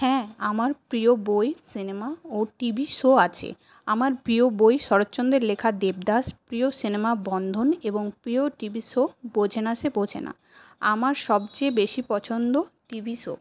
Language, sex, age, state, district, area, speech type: Bengali, female, 30-45, West Bengal, Paschim Bardhaman, urban, spontaneous